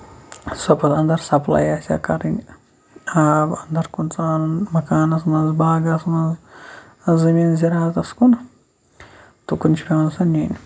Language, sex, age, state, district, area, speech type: Kashmiri, male, 18-30, Jammu and Kashmir, Shopian, urban, spontaneous